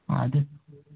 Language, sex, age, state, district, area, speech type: Kannada, male, 18-30, Karnataka, Chitradurga, rural, conversation